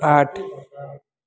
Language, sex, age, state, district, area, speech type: Nepali, male, 18-30, West Bengal, Jalpaiguri, rural, read